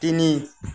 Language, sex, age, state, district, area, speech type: Assamese, male, 45-60, Assam, Darrang, rural, read